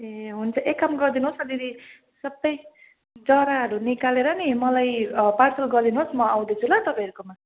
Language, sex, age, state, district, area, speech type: Nepali, female, 30-45, West Bengal, Jalpaiguri, urban, conversation